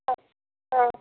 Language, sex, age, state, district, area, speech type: Kannada, female, 18-30, Karnataka, Kolar, rural, conversation